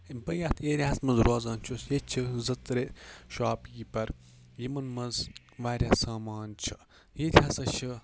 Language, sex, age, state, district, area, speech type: Kashmiri, male, 18-30, Jammu and Kashmir, Kupwara, rural, spontaneous